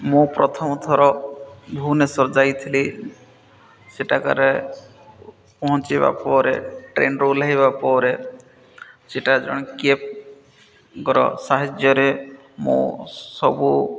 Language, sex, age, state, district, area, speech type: Odia, male, 30-45, Odisha, Malkangiri, urban, spontaneous